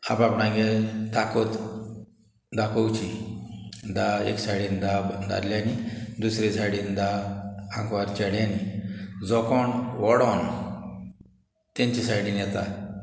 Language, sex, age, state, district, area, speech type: Goan Konkani, male, 45-60, Goa, Murmgao, rural, spontaneous